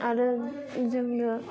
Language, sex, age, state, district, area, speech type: Bodo, female, 18-30, Assam, Udalguri, urban, spontaneous